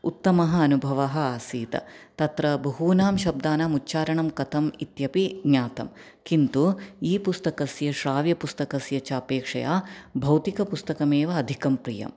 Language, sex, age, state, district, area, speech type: Sanskrit, female, 30-45, Kerala, Ernakulam, urban, spontaneous